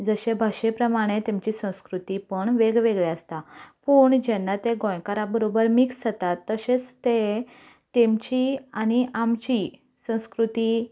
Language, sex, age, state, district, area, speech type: Goan Konkani, female, 18-30, Goa, Canacona, rural, spontaneous